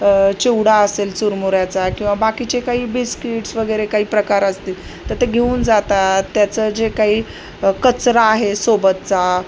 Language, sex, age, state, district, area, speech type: Marathi, female, 30-45, Maharashtra, Osmanabad, rural, spontaneous